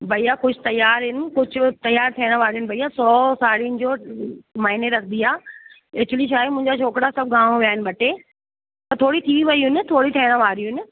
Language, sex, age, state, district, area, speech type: Sindhi, female, 45-60, Delhi, South Delhi, rural, conversation